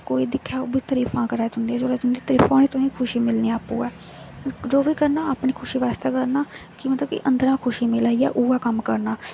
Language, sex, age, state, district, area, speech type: Dogri, female, 18-30, Jammu and Kashmir, Jammu, rural, spontaneous